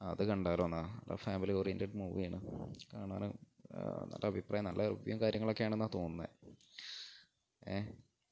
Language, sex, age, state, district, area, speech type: Malayalam, male, 45-60, Kerala, Wayanad, rural, spontaneous